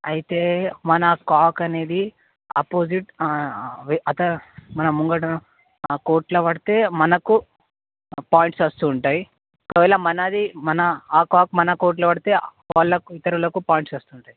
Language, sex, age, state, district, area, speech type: Telugu, male, 18-30, Telangana, Nalgonda, urban, conversation